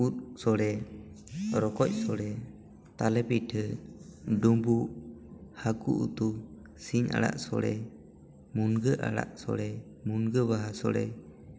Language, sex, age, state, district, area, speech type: Santali, male, 18-30, West Bengal, Bankura, rural, spontaneous